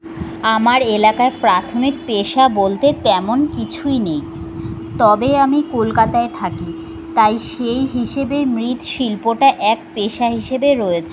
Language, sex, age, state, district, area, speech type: Bengali, female, 30-45, West Bengal, Kolkata, urban, spontaneous